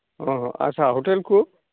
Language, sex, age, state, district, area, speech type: Santali, male, 45-60, West Bengal, Malda, rural, conversation